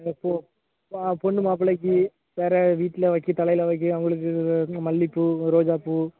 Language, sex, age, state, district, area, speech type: Tamil, male, 18-30, Tamil Nadu, Thoothukudi, rural, conversation